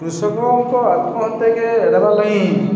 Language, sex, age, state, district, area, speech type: Odia, male, 30-45, Odisha, Balangir, urban, spontaneous